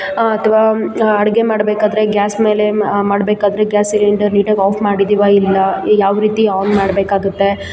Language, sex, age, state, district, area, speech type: Kannada, female, 18-30, Karnataka, Kolar, rural, spontaneous